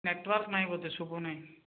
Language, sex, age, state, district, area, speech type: Odia, male, 18-30, Odisha, Nabarangpur, urban, conversation